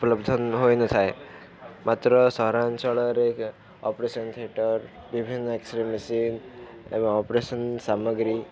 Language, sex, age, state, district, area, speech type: Odia, male, 18-30, Odisha, Ganjam, urban, spontaneous